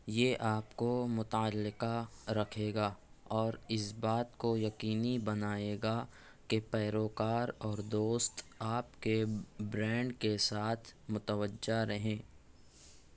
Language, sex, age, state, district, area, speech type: Urdu, male, 60+, Maharashtra, Nashik, urban, read